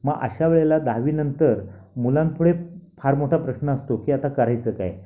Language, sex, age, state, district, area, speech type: Marathi, male, 60+, Maharashtra, Raigad, rural, spontaneous